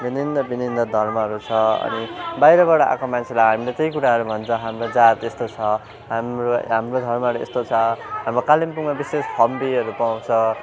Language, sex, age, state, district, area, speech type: Nepali, male, 18-30, West Bengal, Kalimpong, rural, spontaneous